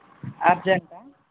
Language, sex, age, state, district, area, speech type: Telugu, female, 18-30, Andhra Pradesh, Nandyal, rural, conversation